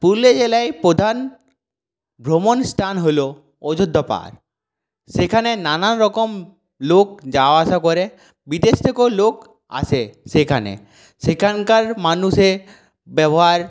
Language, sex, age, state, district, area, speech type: Bengali, male, 18-30, West Bengal, Purulia, rural, spontaneous